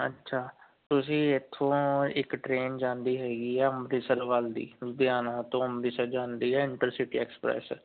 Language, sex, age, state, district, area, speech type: Punjabi, male, 45-60, Punjab, Ludhiana, urban, conversation